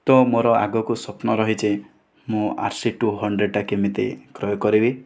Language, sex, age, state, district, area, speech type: Odia, male, 18-30, Odisha, Kandhamal, rural, spontaneous